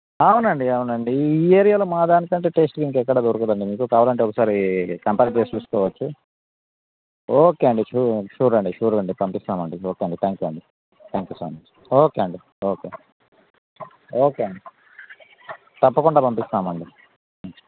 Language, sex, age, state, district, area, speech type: Telugu, male, 30-45, Andhra Pradesh, Anantapur, urban, conversation